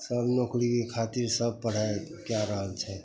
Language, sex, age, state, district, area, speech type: Maithili, male, 60+, Bihar, Madhepura, rural, spontaneous